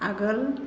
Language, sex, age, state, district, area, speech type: Bodo, female, 30-45, Assam, Chirang, urban, read